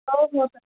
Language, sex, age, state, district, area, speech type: Marathi, female, 30-45, Maharashtra, Nagpur, rural, conversation